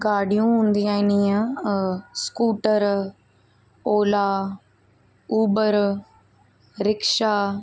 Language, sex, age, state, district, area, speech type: Sindhi, female, 18-30, Uttar Pradesh, Lucknow, urban, spontaneous